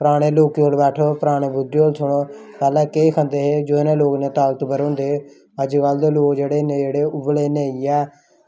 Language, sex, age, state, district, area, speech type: Dogri, male, 18-30, Jammu and Kashmir, Samba, rural, spontaneous